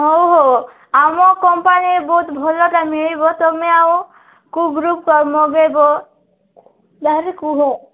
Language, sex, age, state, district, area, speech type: Odia, female, 45-60, Odisha, Nabarangpur, rural, conversation